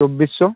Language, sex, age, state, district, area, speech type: Bengali, male, 18-30, West Bengal, Uttar Dinajpur, urban, conversation